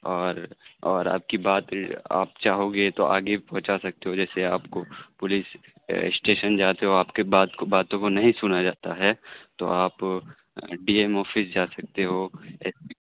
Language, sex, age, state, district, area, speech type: Urdu, male, 30-45, Bihar, Supaul, rural, conversation